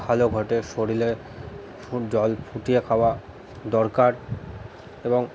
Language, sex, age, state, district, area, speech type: Bengali, male, 45-60, West Bengal, Paschim Bardhaman, urban, spontaneous